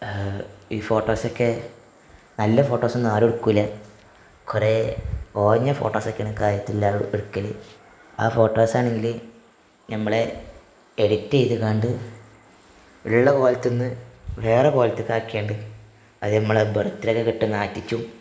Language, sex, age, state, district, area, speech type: Malayalam, male, 30-45, Kerala, Malappuram, rural, spontaneous